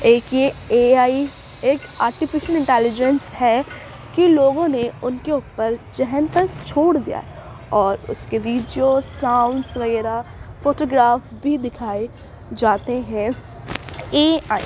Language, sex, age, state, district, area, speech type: Urdu, female, 18-30, Uttar Pradesh, Ghaziabad, urban, spontaneous